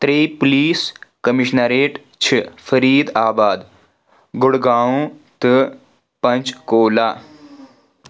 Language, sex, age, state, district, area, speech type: Kashmiri, male, 30-45, Jammu and Kashmir, Anantnag, rural, read